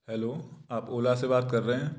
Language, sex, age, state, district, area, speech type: Hindi, male, 30-45, Madhya Pradesh, Gwalior, urban, spontaneous